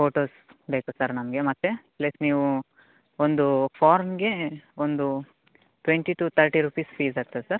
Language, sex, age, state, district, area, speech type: Kannada, male, 18-30, Karnataka, Dakshina Kannada, rural, conversation